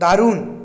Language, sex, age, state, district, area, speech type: Bengali, male, 30-45, West Bengal, Purulia, urban, read